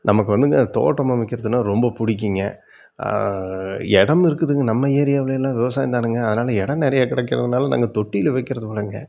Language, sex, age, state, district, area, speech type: Tamil, male, 45-60, Tamil Nadu, Erode, urban, spontaneous